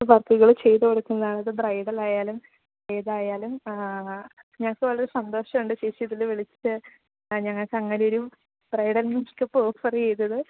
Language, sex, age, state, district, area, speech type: Malayalam, female, 30-45, Kerala, Idukki, rural, conversation